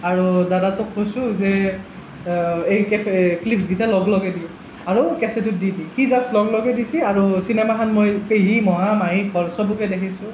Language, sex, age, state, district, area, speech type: Assamese, male, 18-30, Assam, Nalbari, rural, spontaneous